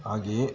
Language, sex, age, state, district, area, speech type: Kannada, male, 30-45, Karnataka, Mysore, urban, spontaneous